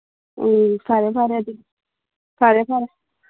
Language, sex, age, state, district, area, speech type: Manipuri, female, 45-60, Manipur, Churachandpur, rural, conversation